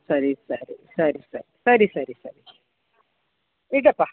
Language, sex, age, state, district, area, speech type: Kannada, female, 30-45, Karnataka, Mandya, rural, conversation